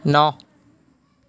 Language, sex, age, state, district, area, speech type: Assamese, male, 18-30, Assam, Nalbari, rural, read